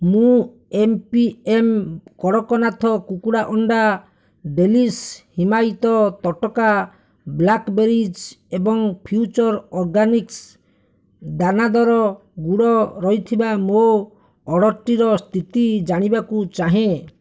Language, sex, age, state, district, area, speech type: Odia, male, 30-45, Odisha, Bhadrak, rural, read